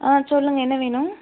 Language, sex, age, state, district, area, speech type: Tamil, female, 18-30, Tamil Nadu, Erode, rural, conversation